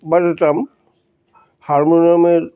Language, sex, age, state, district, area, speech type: Bengali, male, 60+, West Bengal, Alipurduar, rural, spontaneous